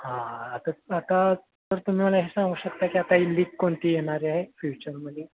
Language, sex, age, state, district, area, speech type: Marathi, male, 18-30, Maharashtra, Kolhapur, urban, conversation